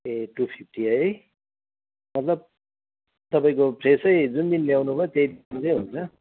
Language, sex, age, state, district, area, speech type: Nepali, male, 45-60, West Bengal, Kalimpong, rural, conversation